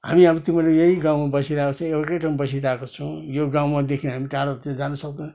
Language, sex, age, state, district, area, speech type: Nepali, male, 60+, West Bengal, Kalimpong, rural, spontaneous